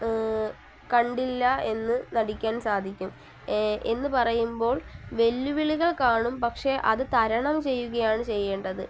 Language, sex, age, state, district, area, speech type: Malayalam, female, 18-30, Kerala, Palakkad, rural, spontaneous